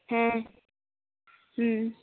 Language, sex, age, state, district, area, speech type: Santali, female, 18-30, West Bengal, Jhargram, rural, conversation